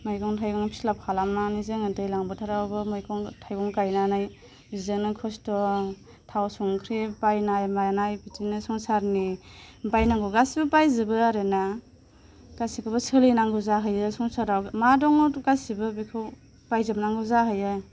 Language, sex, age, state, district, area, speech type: Bodo, female, 18-30, Assam, Kokrajhar, urban, spontaneous